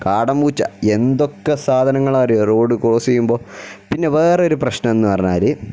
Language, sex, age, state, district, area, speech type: Malayalam, male, 18-30, Kerala, Kozhikode, rural, spontaneous